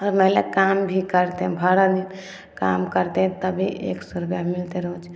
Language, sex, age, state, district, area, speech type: Maithili, female, 18-30, Bihar, Samastipur, rural, spontaneous